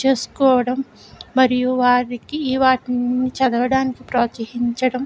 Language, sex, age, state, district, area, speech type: Telugu, female, 60+, Andhra Pradesh, Kakinada, rural, spontaneous